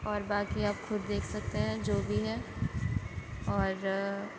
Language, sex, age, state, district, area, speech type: Urdu, female, 18-30, Uttar Pradesh, Gautam Buddha Nagar, urban, spontaneous